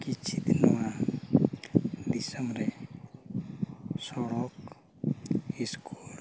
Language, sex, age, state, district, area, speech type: Santali, male, 30-45, Jharkhand, East Singhbhum, rural, spontaneous